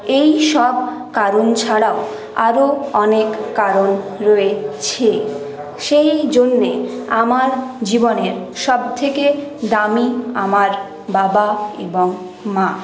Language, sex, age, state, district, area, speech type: Bengali, female, 60+, West Bengal, Paschim Bardhaman, urban, spontaneous